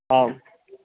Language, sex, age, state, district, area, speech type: Sanskrit, male, 18-30, Uttar Pradesh, Pratapgarh, rural, conversation